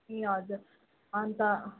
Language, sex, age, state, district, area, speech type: Nepali, female, 30-45, West Bengal, Jalpaiguri, urban, conversation